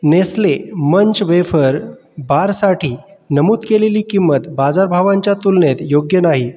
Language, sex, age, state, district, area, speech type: Marathi, male, 30-45, Maharashtra, Buldhana, urban, read